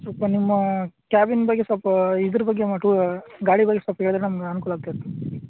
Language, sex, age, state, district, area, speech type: Kannada, male, 30-45, Karnataka, Raichur, rural, conversation